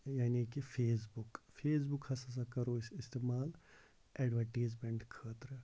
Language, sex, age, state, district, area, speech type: Kashmiri, male, 18-30, Jammu and Kashmir, Ganderbal, rural, spontaneous